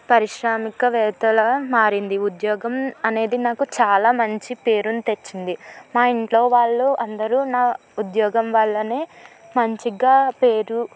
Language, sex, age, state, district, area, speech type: Telugu, female, 30-45, Andhra Pradesh, Eluru, rural, spontaneous